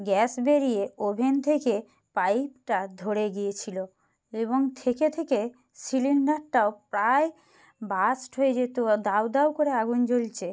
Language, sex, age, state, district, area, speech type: Bengali, female, 45-60, West Bengal, Purba Medinipur, rural, spontaneous